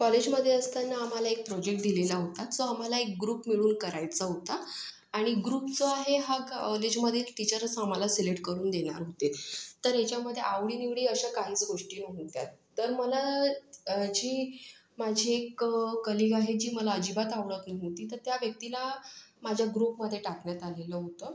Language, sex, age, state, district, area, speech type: Marathi, female, 18-30, Maharashtra, Yavatmal, urban, spontaneous